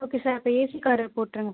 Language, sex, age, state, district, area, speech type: Tamil, female, 18-30, Tamil Nadu, Pudukkottai, rural, conversation